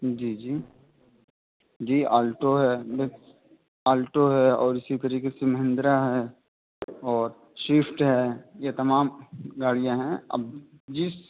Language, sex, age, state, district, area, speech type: Urdu, male, 18-30, Uttar Pradesh, Saharanpur, urban, conversation